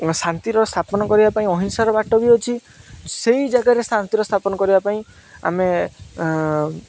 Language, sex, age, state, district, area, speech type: Odia, male, 18-30, Odisha, Jagatsinghpur, rural, spontaneous